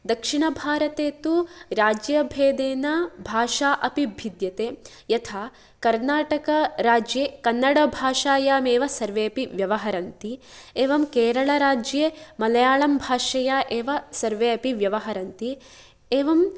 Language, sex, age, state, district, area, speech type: Sanskrit, female, 18-30, Kerala, Kasaragod, rural, spontaneous